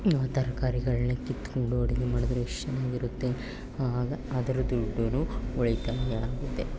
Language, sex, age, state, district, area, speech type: Kannada, female, 18-30, Karnataka, Chamarajanagar, rural, spontaneous